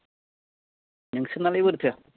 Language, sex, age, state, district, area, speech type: Bodo, male, 18-30, Assam, Baksa, rural, conversation